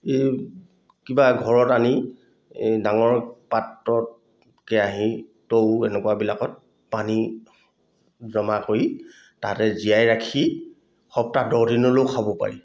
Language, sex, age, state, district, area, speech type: Assamese, male, 45-60, Assam, Dhemaji, rural, spontaneous